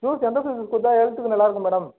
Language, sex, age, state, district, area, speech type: Tamil, male, 30-45, Tamil Nadu, Cuddalore, rural, conversation